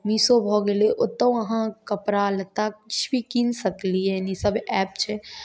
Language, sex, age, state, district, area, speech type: Maithili, female, 18-30, Bihar, Samastipur, urban, spontaneous